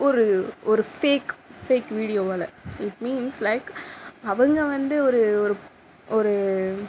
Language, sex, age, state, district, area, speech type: Tamil, female, 60+, Tamil Nadu, Mayiladuthurai, rural, spontaneous